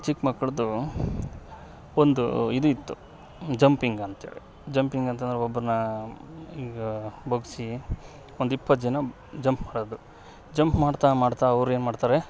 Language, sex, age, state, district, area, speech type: Kannada, male, 30-45, Karnataka, Vijayanagara, rural, spontaneous